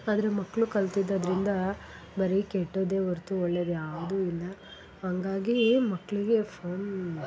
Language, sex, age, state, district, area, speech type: Kannada, female, 30-45, Karnataka, Hassan, urban, spontaneous